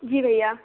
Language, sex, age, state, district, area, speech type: Urdu, female, 18-30, Uttar Pradesh, Balrampur, rural, conversation